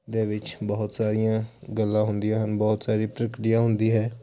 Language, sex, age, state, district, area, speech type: Punjabi, male, 18-30, Punjab, Hoshiarpur, rural, spontaneous